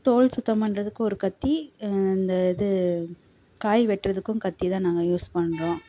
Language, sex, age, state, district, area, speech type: Tamil, female, 30-45, Tamil Nadu, Namakkal, rural, spontaneous